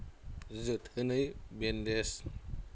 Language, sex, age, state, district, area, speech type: Bodo, male, 30-45, Assam, Goalpara, rural, spontaneous